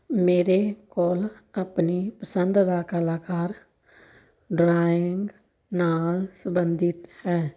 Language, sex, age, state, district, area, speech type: Punjabi, female, 18-30, Punjab, Fazilka, rural, spontaneous